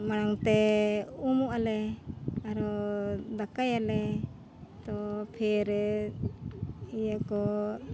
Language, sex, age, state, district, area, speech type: Santali, female, 45-60, Jharkhand, Bokaro, rural, spontaneous